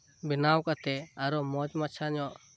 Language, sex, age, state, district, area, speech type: Santali, male, 18-30, West Bengal, Birbhum, rural, spontaneous